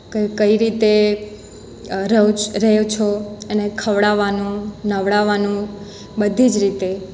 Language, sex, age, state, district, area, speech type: Gujarati, female, 18-30, Gujarat, Surat, rural, spontaneous